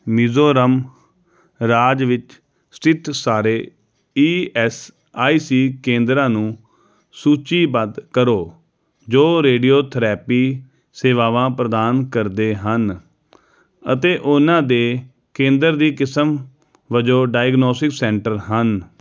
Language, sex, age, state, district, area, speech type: Punjabi, male, 30-45, Punjab, Jalandhar, urban, read